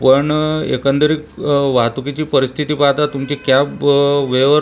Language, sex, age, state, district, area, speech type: Marathi, male, 30-45, Maharashtra, Buldhana, urban, spontaneous